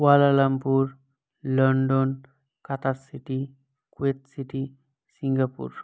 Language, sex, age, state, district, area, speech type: Bengali, male, 45-60, West Bengal, Bankura, urban, spontaneous